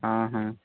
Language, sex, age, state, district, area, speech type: Odia, male, 18-30, Odisha, Nuapada, urban, conversation